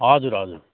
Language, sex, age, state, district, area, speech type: Nepali, male, 30-45, West Bengal, Kalimpong, rural, conversation